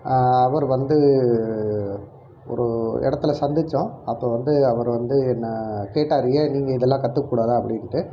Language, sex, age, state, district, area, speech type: Tamil, male, 45-60, Tamil Nadu, Erode, urban, spontaneous